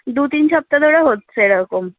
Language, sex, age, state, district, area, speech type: Bengali, female, 18-30, West Bengal, Darjeeling, rural, conversation